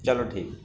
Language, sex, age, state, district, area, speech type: Urdu, male, 18-30, Uttar Pradesh, Shahjahanpur, urban, spontaneous